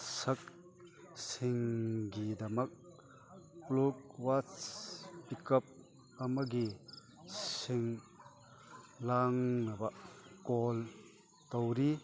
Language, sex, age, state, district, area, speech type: Manipuri, male, 60+, Manipur, Chandel, rural, read